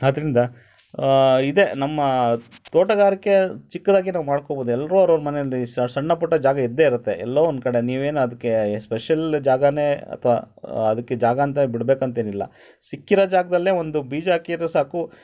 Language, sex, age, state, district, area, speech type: Kannada, male, 30-45, Karnataka, Chitradurga, rural, spontaneous